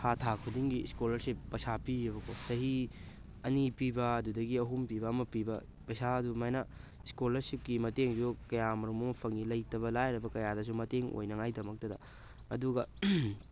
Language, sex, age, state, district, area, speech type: Manipuri, male, 18-30, Manipur, Thoubal, rural, spontaneous